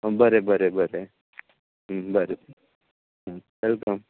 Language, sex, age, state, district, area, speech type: Goan Konkani, male, 45-60, Goa, Tiswadi, rural, conversation